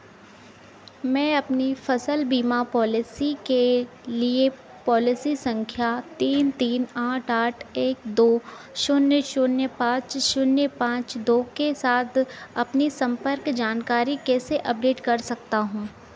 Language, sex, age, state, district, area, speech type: Hindi, female, 45-60, Madhya Pradesh, Harda, urban, read